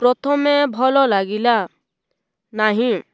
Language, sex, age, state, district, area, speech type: Odia, female, 18-30, Odisha, Balangir, urban, spontaneous